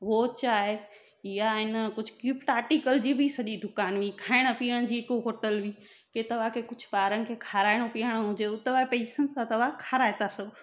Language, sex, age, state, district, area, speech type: Sindhi, female, 30-45, Gujarat, Surat, urban, spontaneous